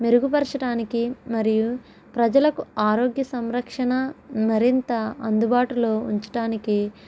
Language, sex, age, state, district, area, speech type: Telugu, female, 30-45, Andhra Pradesh, East Godavari, rural, spontaneous